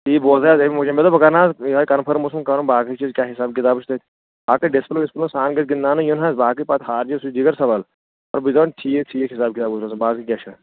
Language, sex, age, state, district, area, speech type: Kashmiri, male, 30-45, Jammu and Kashmir, Kulgam, urban, conversation